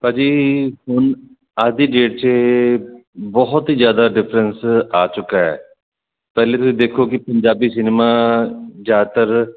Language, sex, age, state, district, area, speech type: Punjabi, male, 30-45, Punjab, Jalandhar, urban, conversation